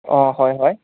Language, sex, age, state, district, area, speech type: Assamese, male, 18-30, Assam, Sivasagar, urban, conversation